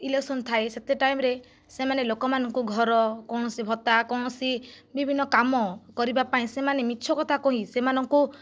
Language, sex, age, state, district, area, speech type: Odia, female, 45-60, Odisha, Kandhamal, rural, spontaneous